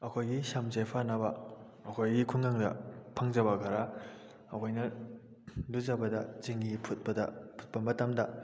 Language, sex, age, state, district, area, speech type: Manipuri, male, 18-30, Manipur, Kakching, rural, spontaneous